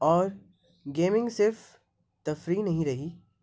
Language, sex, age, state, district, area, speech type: Urdu, male, 18-30, Delhi, North East Delhi, urban, spontaneous